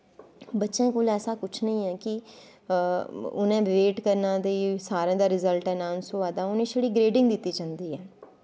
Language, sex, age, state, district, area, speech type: Dogri, female, 30-45, Jammu and Kashmir, Udhampur, urban, spontaneous